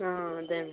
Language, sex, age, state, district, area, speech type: Telugu, female, 18-30, Andhra Pradesh, Anakapalli, urban, conversation